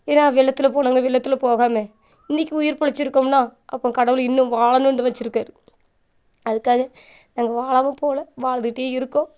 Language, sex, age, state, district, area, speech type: Tamil, female, 30-45, Tamil Nadu, Thoothukudi, rural, spontaneous